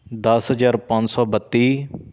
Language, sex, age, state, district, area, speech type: Punjabi, male, 30-45, Punjab, Shaheed Bhagat Singh Nagar, rural, spontaneous